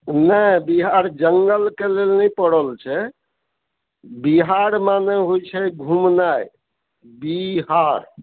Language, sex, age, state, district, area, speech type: Maithili, male, 60+, Bihar, Purnia, urban, conversation